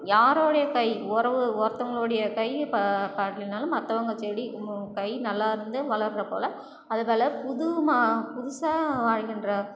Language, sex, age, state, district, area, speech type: Tamil, female, 30-45, Tamil Nadu, Cuddalore, rural, spontaneous